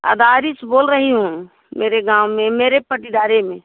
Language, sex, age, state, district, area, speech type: Hindi, female, 60+, Uttar Pradesh, Jaunpur, urban, conversation